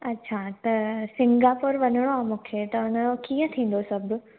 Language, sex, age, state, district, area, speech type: Sindhi, female, 18-30, Gujarat, Surat, urban, conversation